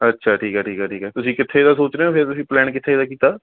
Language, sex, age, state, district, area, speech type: Punjabi, male, 18-30, Punjab, Patiala, urban, conversation